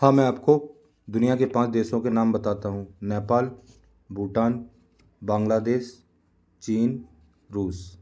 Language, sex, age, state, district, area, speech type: Hindi, male, 30-45, Madhya Pradesh, Gwalior, rural, spontaneous